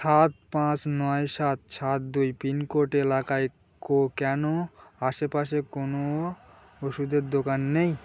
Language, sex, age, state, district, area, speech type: Bengali, male, 18-30, West Bengal, Birbhum, urban, read